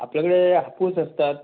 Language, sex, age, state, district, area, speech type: Marathi, male, 45-60, Maharashtra, Raigad, rural, conversation